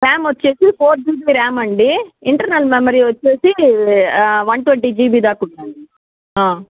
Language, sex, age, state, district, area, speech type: Telugu, female, 60+, Andhra Pradesh, Chittoor, rural, conversation